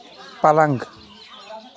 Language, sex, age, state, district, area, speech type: Kashmiri, male, 18-30, Jammu and Kashmir, Shopian, rural, read